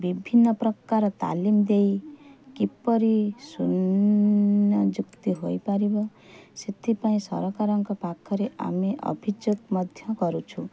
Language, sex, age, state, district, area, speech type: Odia, female, 30-45, Odisha, Kendrapara, urban, spontaneous